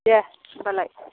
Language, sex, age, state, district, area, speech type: Bodo, female, 60+, Assam, Udalguri, rural, conversation